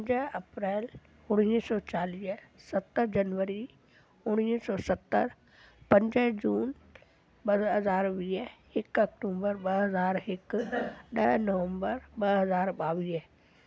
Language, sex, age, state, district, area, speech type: Sindhi, female, 60+, Delhi, South Delhi, rural, spontaneous